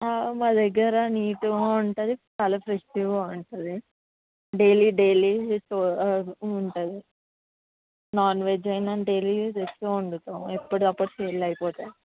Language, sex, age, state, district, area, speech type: Telugu, female, 18-30, Andhra Pradesh, Krishna, urban, conversation